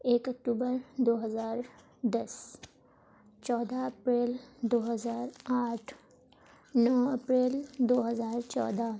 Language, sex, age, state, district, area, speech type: Urdu, female, 30-45, Uttar Pradesh, Lucknow, urban, spontaneous